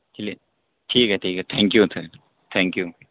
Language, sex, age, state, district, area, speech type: Urdu, male, 18-30, Uttar Pradesh, Saharanpur, urban, conversation